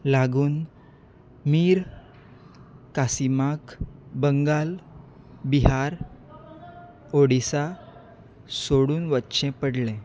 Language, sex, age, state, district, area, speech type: Goan Konkani, male, 18-30, Goa, Salcete, rural, read